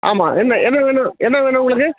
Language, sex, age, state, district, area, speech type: Tamil, male, 45-60, Tamil Nadu, Perambalur, urban, conversation